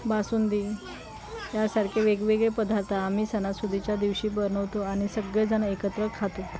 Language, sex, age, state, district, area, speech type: Marathi, female, 30-45, Maharashtra, Yavatmal, rural, spontaneous